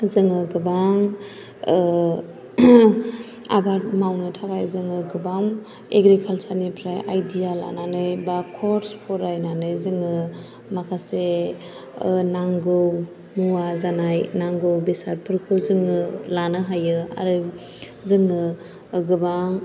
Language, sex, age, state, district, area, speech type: Bodo, female, 18-30, Assam, Chirang, rural, spontaneous